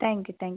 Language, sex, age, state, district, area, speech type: Tamil, female, 30-45, Tamil Nadu, Ariyalur, rural, conversation